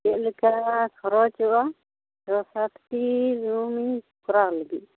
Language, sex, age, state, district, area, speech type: Santali, female, 45-60, West Bengal, Bankura, rural, conversation